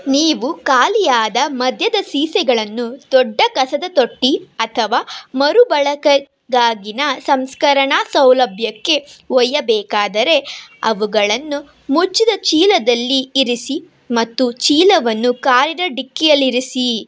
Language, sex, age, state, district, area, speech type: Kannada, female, 18-30, Karnataka, Tumkur, urban, read